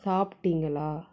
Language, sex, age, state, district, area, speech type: Tamil, female, 18-30, Tamil Nadu, Salem, rural, spontaneous